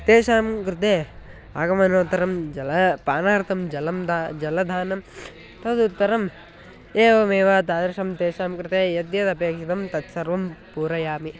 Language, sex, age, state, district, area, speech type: Sanskrit, male, 18-30, Karnataka, Tumkur, urban, spontaneous